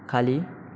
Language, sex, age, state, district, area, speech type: Marathi, male, 30-45, Maharashtra, Ratnagiri, urban, read